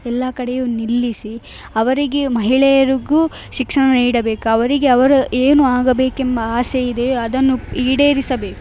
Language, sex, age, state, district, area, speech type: Kannada, female, 18-30, Karnataka, Dakshina Kannada, rural, spontaneous